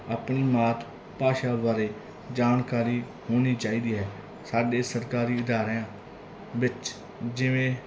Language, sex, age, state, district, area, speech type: Punjabi, male, 30-45, Punjab, Mansa, urban, spontaneous